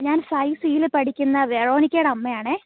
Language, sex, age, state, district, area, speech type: Malayalam, female, 18-30, Kerala, Thiruvananthapuram, rural, conversation